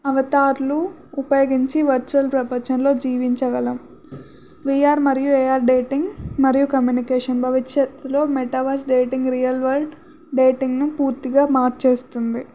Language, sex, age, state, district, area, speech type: Telugu, female, 18-30, Telangana, Nagarkurnool, urban, spontaneous